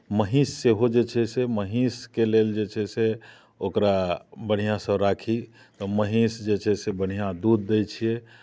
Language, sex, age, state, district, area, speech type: Maithili, male, 45-60, Bihar, Muzaffarpur, rural, spontaneous